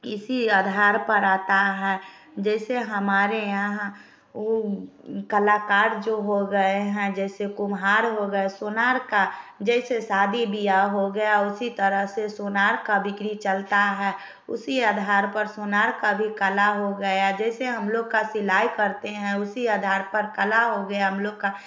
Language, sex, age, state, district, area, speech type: Hindi, female, 30-45, Bihar, Samastipur, rural, spontaneous